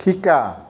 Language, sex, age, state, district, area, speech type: Assamese, male, 60+, Assam, Barpeta, rural, read